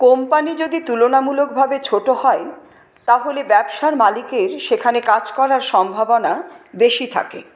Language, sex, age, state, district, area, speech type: Bengali, female, 45-60, West Bengal, Paschim Bardhaman, urban, read